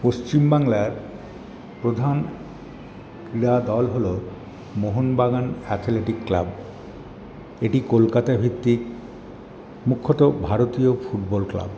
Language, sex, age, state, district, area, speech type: Bengali, male, 60+, West Bengal, Paschim Bardhaman, urban, spontaneous